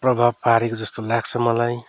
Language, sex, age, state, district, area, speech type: Nepali, male, 45-60, West Bengal, Darjeeling, rural, spontaneous